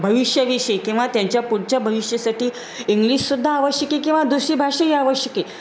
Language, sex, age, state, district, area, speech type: Marathi, female, 45-60, Maharashtra, Jalna, urban, spontaneous